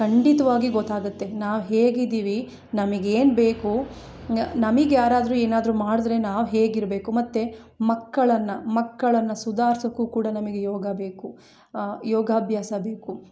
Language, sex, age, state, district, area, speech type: Kannada, female, 30-45, Karnataka, Chikkamagaluru, rural, spontaneous